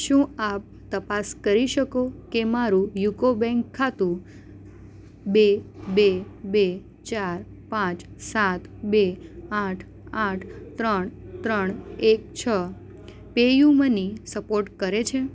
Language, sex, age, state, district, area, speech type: Gujarati, female, 18-30, Gujarat, Surat, rural, read